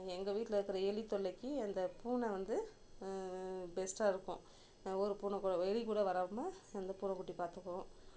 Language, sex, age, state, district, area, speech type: Tamil, female, 30-45, Tamil Nadu, Tiruchirappalli, rural, spontaneous